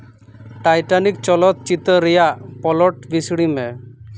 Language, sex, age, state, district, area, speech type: Santali, male, 30-45, West Bengal, Malda, rural, read